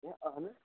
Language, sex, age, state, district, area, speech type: Kashmiri, male, 45-60, Jammu and Kashmir, Srinagar, urban, conversation